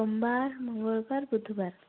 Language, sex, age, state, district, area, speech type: Odia, female, 18-30, Odisha, Koraput, urban, conversation